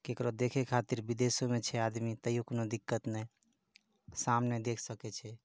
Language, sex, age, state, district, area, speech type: Maithili, male, 30-45, Bihar, Saharsa, rural, spontaneous